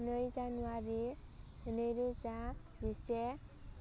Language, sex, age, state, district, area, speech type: Bodo, female, 18-30, Assam, Baksa, rural, spontaneous